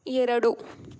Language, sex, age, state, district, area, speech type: Kannada, female, 18-30, Karnataka, Tumkur, rural, read